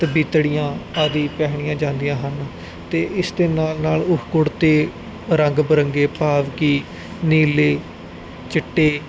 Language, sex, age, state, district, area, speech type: Punjabi, male, 18-30, Punjab, Gurdaspur, rural, spontaneous